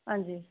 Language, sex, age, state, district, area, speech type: Punjabi, female, 30-45, Punjab, Pathankot, rural, conversation